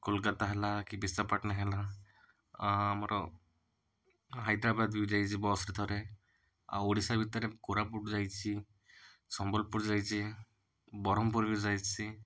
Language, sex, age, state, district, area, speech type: Odia, male, 30-45, Odisha, Cuttack, urban, spontaneous